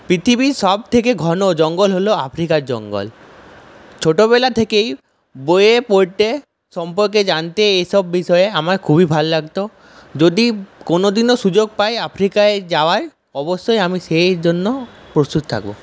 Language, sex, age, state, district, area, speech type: Bengali, male, 18-30, West Bengal, Purulia, rural, spontaneous